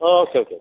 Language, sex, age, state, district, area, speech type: Kannada, male, 45-60, Karnataka, Dakshina Kannada, rural, conversation